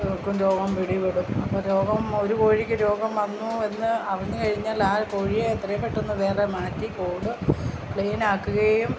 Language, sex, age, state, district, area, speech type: Malayalam, female, 45-60, Kerala, Kottayam, rural, spontaneous